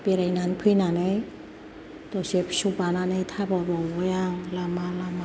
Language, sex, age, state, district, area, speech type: Bodo, female, 60+, Assam, Kokrajhar, urban, spontaneous